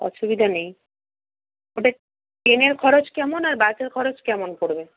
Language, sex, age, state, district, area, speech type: Bengali, female, 45-60, West Bengal, Purba Medinipur, rural, conversation